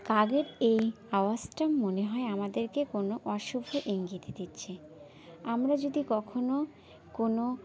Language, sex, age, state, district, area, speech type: Bengali, female, 18-30, West Bengal, Birbhum, urban, spontaneous